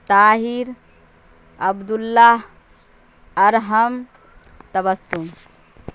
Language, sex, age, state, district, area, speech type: Urdu, female, 45-60, Bihar, Supaul, rural, spontaneous